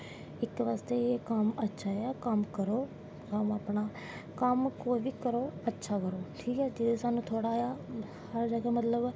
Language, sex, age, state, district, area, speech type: Dogri, female, 18-30, Jammu and Kashmir, Samba, rural, spontaneous